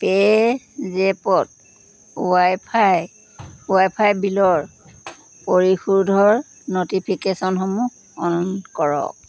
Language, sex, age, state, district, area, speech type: Assamese, female, 60+, Assam, Dhemaji, rural, read